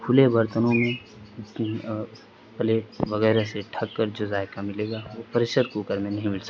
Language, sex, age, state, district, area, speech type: Urdu, male, 18-30, Uttar Pradesh, Azamgarh, rural, spontaneous